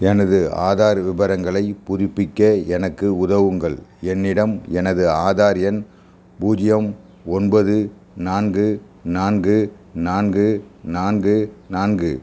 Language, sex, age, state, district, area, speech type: Tamil, male, 60+, Tamil Nadu, Ariyalur, rural, read